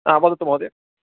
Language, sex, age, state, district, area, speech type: Sanskrit, male, 45-60, Karnataka, Bangalore Urban, urban, conversation